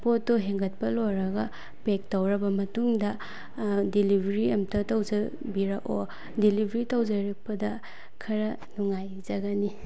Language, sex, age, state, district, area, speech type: Manipuri, female, 18-30, Manipur, Bishnupur, rural, spontaneous